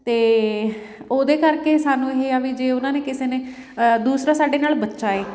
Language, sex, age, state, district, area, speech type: Punjabi, female, 30-45, Punjab, Fatehgarh Sahib, urban, spontaneous